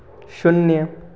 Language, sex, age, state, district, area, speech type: Hindi, male, 18-30, Madhya Pradesh, Betul, urban, read